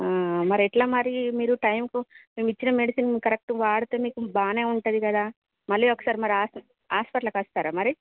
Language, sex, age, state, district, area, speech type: Telugu, female, 30-45, Telangana, Jagtial, urban, conversation